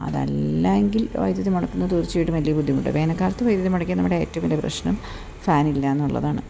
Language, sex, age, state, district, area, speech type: Malayalam, female, 30-45, Kerala, Idukki, rural, spontaneous